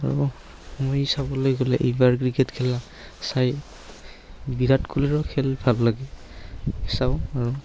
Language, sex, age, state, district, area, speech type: Assamese, male, 18-30, Assam, Barpeta, rural, spontaneous